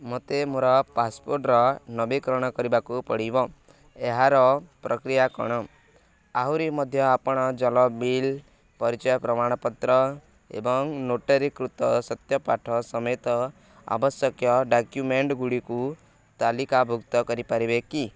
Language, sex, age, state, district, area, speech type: Odia, male, 18-30, Odisha, Nuapada, rural, read